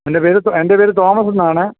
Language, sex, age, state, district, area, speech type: Malayalam, male, 45-60, Kerala, Alappuzha, urban, conversation